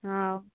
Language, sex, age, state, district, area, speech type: Odia, female, 45-60, Odisha, Angul, rural, conversation